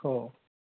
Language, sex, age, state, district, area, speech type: Marathi, male, 30-45, Maharashtra, Nanded, rural, conversation